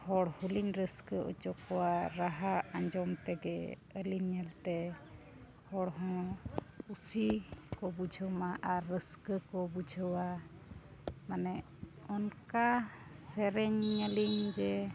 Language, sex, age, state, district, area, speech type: Santali, female, 45-60, Odisha, Mayurbhanj, rural, spontaneous